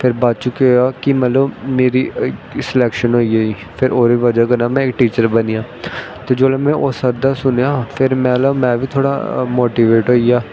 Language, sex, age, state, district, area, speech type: Dogri, male, 18-30, Jammu and Kashmir, Jammu, rural, spontaneous